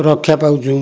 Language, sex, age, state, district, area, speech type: Odia, male, 60+, Odisha, Jajpur, rural, spontaneous